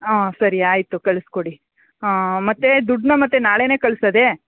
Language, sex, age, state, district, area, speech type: Kannada, female, 30-45, Karnataka, Mandya, urban, conversation